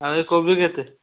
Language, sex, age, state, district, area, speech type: Odia, male, 18-30, Odisha, Kendujhar, urban, conversation